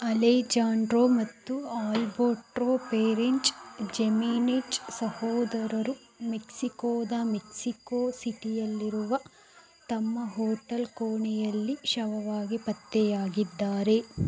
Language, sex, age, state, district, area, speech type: Kannada, female, 45-60, Karnataka, Tumkur, rural, read